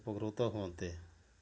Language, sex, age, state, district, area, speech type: Odia, male, 60+, Odisha, Mayurbhanj, rural, spontaneous